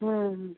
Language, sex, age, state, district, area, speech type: Hindi, female, 30-45, Uttar Pradesh, Ghazipur, rural, conversation